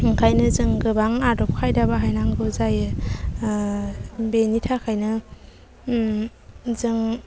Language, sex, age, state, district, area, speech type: Bodo, female, 30-45, Assam, Baksa, rural, spontaneous